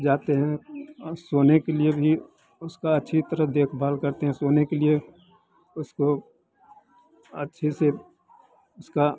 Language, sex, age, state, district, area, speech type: Hindi, male, 60+, Bihar, Madhepura, rural, spontaneous